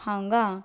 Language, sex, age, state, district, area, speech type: Goan Konkani, female, 30-45, Goa, Canacona, rural, spontaneous